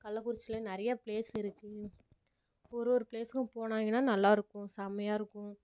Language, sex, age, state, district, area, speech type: Tamil, female, 18-30, Tamil Nadu, Kallakurichi, rural, spontaneous